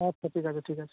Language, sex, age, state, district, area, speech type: Bengali, male, 60+, West Bengal, Purba Medinipur, rural, conversation